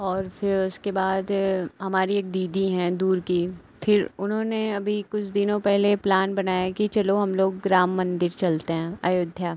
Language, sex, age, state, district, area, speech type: Hindi, female, 18-30, Uttar Pradesh, Pratapgarh, rural, spontaneous